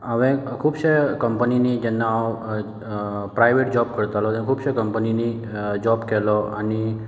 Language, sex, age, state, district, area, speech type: Goan Konkani, male, 30-45, Goa, Bardez, rural, spontaneous